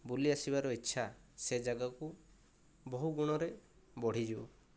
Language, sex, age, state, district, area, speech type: Odia, male, 30-45, Odisha, Kandhamal, rural, spontaneous